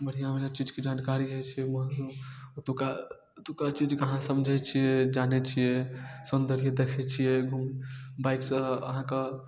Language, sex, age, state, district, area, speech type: Maithili, male, 18-30, Bihar, Darbhanga, rural, spontaneous